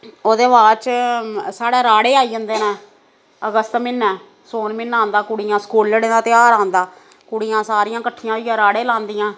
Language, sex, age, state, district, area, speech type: Dogri, female, 45-60, Jammu and Kashmir, Samba, rural, spontaneous